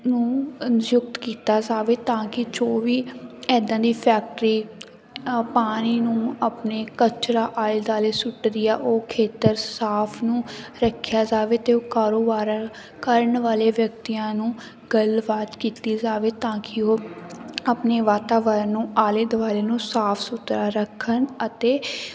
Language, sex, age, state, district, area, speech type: Punjabi, female, 18-30, Punjab, Sangrur, rural, spontaneous